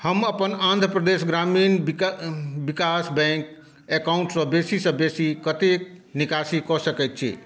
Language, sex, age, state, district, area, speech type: Maithili, male, 60+, Bihar, Saharsa, urban, read